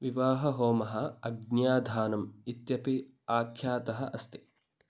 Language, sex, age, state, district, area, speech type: Sanskrit, male, 18-30, Kerala, Kasaragod, rural, read